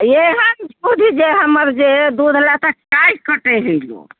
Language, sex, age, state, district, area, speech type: Maithili, female, 60+, Bihar, Muzaffarpur, rural, conversation